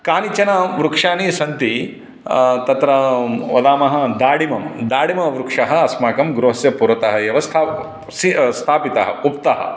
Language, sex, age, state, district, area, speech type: Sanskrit, male, 30-45, Andhra Pradesh, Guntur, urban, spontaneous